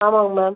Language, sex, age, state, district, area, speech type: Tamil, female, 45-60, Tamil Nadu, Viluppuram, rural, conversation